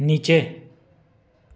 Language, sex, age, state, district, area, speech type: Hindi, male, 30-45, Madhya Pradesh, Betul, urban, read